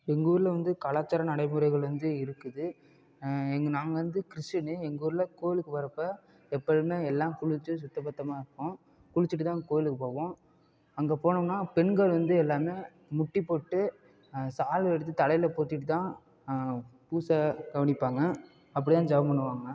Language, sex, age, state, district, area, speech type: Tamil, male, 30-45, Tamil Nadu, Ariyalur, rural, spontaneous